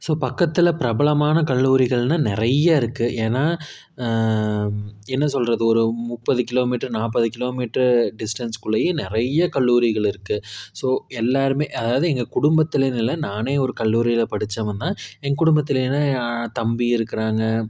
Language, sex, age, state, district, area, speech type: Tamil, male, 30-45, Tamil Nadu, Tiruppur, rural, spontaneous